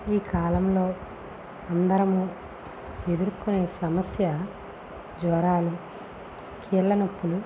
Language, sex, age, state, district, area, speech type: Telugu, female, 18-30, Andhra Pradesh, Visakhapatnam, rural, spontaneous